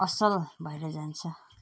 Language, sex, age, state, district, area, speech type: Nepali, female, 45-60, West Bengal, Jalpaiguri, rural, spontaneous